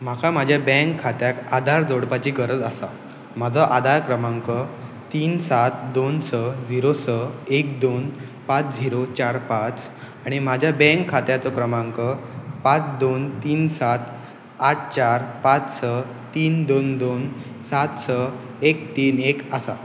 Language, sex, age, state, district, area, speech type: Goan Konkani, male, 18-30, Goa, Pernem, rural, read